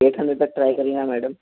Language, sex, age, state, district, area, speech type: Urdu, male, 18-30, Telangana, Hyderabad, urban, conversation